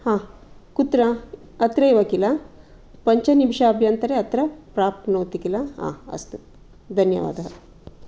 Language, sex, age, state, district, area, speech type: Sanskrit, female, 45-60, Karnataka, Dakshina Kannada, urban, spontaneous